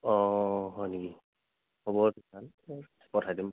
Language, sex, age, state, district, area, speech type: Assamese, male, 45-60, Assam, Dhemaji, rural, conversation